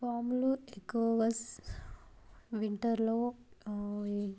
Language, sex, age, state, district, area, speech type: Telugu, female, 18-30, Telangana, Mancherial, rural, spontaneous